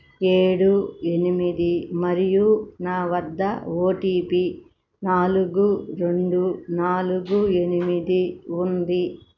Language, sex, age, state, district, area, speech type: Telugu, female, 60+, Andhra Pradesh, Krishna, urban, read